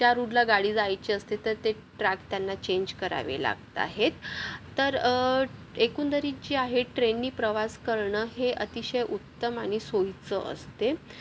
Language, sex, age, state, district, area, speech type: Marathi, female, 45-60, Maharashtra, Yavatmal, urban, spontaneous